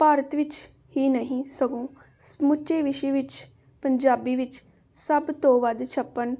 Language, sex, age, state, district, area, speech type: Punjabi, female, 18-30, Punjab, Gurdaspur, rural, spontaneous